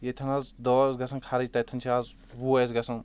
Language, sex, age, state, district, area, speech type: Kashmiri, male, 18-30, Jammu and Kashmir, Shopian, rural, spontaneous